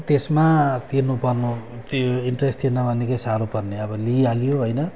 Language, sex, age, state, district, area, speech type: Nepali, male, 45-60, West Bengal, Darjeeling, rural, spontaneous